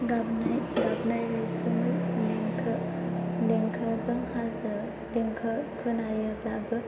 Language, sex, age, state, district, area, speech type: Bodo, female, 18-30, Assam, Chirang, rural, spontaneous